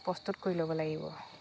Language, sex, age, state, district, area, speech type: Assamese, female, 30-45, Assam, Dhemaji, urban, spontaneous